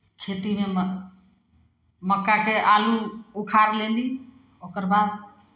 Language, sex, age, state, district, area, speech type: Maithili, female, 45-60, Bihar, Samastipur, rural, spontaneous